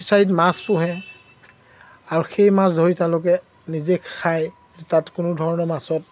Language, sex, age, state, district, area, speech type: Assamese, male, 30-45, Assam, Golaghat, urban, spontaneous